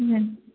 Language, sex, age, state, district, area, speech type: Manipuri, female, 18-30, Manipur, Kakching, rural, conversation